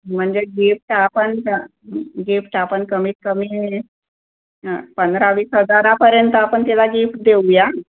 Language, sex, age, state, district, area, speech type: Marathi, female, 60+, Maharashtra, Nagpur, urban, conversation